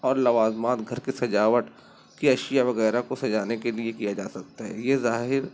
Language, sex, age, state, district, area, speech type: Urdu, male, 30-45, Maharashtra, Nashik, urban, spontaneous